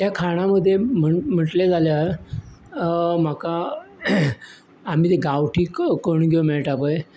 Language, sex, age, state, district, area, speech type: Goan Konkani, male, 60+, Goa, Bardez, rural, spontaneous